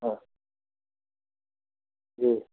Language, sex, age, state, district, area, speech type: Hindi, male, 60+, Uttar Pradesh, Ghazipur, rural, conversation